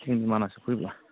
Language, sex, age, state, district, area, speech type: Bodo, male, 18-30, Assam, Baksa, rural, conversation